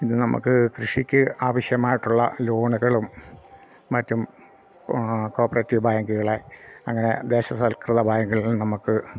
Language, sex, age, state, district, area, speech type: Malayalam, male, 45-60, Kerala, Kottayam, rural, spontaneous